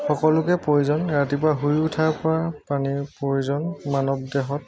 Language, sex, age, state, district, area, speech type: Assamese, male, 30-45, Assam, Tinsukia, rural, spontaneous